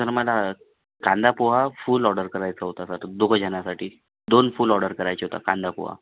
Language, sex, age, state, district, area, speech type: Marathi, other, 45-60, Maharashtra, Nagpur, rural, conversation